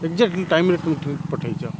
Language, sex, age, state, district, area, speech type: Odia, male, 30-45, Odisha, Kendrapara, urban, spontaneous